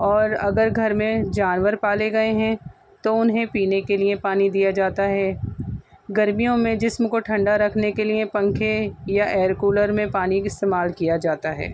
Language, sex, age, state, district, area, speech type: Urdu, female, 45-60, Delhi, North East Delhi, urban, spontaneous